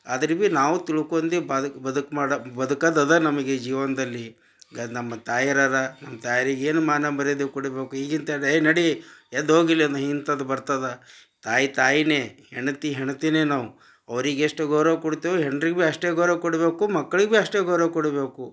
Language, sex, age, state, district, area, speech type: Kannada, male, 45-60, Karnataka, Gulbarga, urban, spontaneous